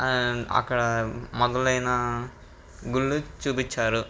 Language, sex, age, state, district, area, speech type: Telugu, male, 18-30, Andhra Pradesh, N T Rama Rao, urban, spontaneous